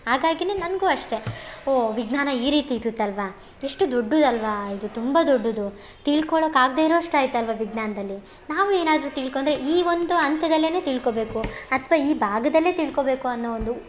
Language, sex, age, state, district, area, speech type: Kannada, female, 18-30, Karnataka, Chitradurga, rural, spontaneous